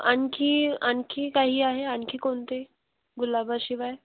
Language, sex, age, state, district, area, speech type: Marathi, female, 18-30, Maharashtra, Nagpur, urban, conversation